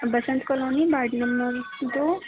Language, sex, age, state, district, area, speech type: Hindi, female, 18-30, Madhya Pradesh, Chhindwara, urban, conversation